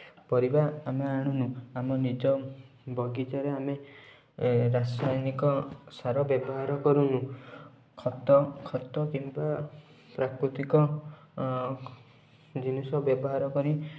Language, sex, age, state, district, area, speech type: Odia, male, 18-30, Odisha, Kendujhar, urban, spontaneous